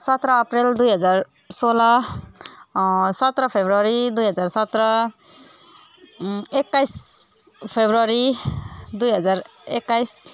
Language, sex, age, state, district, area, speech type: Nepali, female, 30-45, West Bengal, Darjeeling, rural, spontaneous